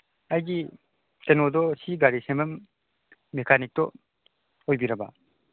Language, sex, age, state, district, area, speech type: Manipuri, male, 18-30, Manipur, Chandel, rural, conversation